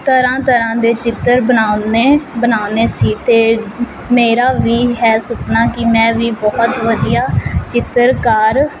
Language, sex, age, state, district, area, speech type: Punjabi, female, 18-30, Punjab, Fazilka, rural, spontaneous